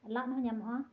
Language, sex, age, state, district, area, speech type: Santali, female, 30-45, West Bengal, Uttar Dinajpur, rural, spontaneous